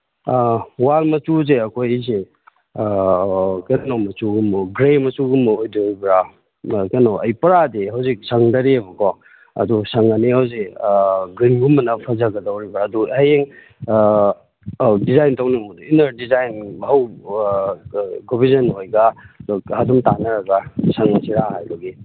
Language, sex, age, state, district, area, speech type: Manipuri, male, 30-45, Manipur, Kakching, rural, conversation